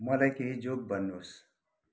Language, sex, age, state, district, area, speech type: Nepali, male, 45-60, West Bengal, Kalimpong, rural, read